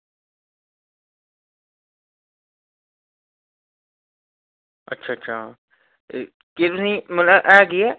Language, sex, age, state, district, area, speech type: Dogri, male, 30-45, Jammu and Kashmir, Udhampur, urban, conversation